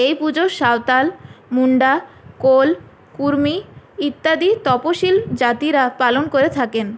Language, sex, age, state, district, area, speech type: Bengali, female, 18-30, West Bengal, Purulia, urban, spontaneous